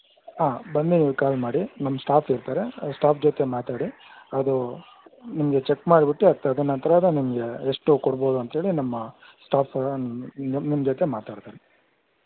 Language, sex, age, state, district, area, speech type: Kannada, male, 18-30, Karnataka, Tumkur, urban, conversation